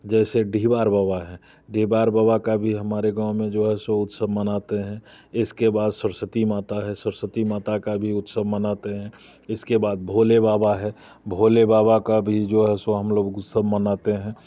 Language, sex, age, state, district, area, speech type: Hindi, male, 45-60, Bihar, Muzaffarpur, rural, spontaneous